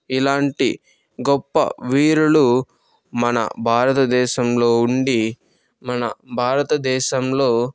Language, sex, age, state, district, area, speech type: Telugu, male, 18-30, Andhra Pradesh, Chittoor, rural, spontaneous